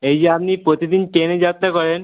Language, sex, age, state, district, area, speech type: Bengali, male, 18-30, West Bengal, Howrah, urban, conversation